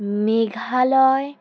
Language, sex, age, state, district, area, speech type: Bengali, female, 18-30, West Bengal, Alipurduar, rural, spontaneous